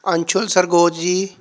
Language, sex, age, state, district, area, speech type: Punjabi, male, 45-60, Punjab, Pathankot, rural, spontaneous